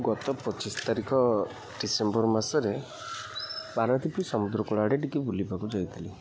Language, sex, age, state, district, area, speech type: Odia, male, 18-30, Odisha, Kendrapara, urban, spontaneous